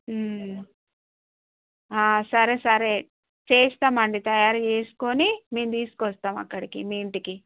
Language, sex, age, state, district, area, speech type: Telugu, female, 30-45, Telangana, Warangal, rural, conversation